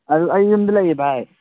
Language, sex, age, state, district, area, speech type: Manipuri, male, 18-30, Manipur, Kangpokpi, urban, conversation